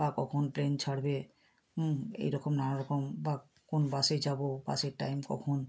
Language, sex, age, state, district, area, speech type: Bengali, female, 60+, West Bengal, Bankura, urban, spontaneous